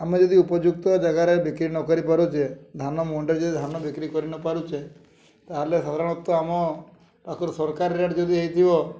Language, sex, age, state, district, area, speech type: Odia, male, 45-60, Odisha, Mayurbhanj, rural, spontaneous